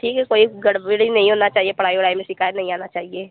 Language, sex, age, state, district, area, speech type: Hindi, female, 18-30, Uttar Pradesh, Azamgarh, rural, conversation